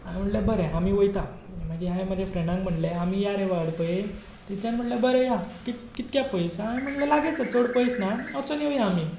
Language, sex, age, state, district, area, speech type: Goan Konkani, male, 18-30, Goa, Tiswadi, rural, spontaneous